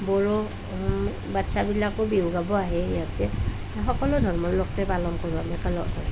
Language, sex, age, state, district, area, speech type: Assamese, female, 30-45, Assam, Nalbari, rural, spontaneous